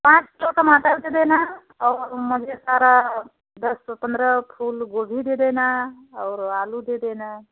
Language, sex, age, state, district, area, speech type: Hindi, female, 45-60, Uttar Pradesh, Prayagraj, rural, conversation